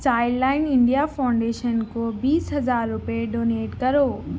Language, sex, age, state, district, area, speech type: Urdu, female, 18-30, Telangana, Hyderabad, urban, read